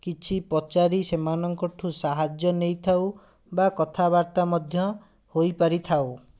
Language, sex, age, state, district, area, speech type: Odia, male, 18-30, Odisha, Bhadrak, rural, spontaneous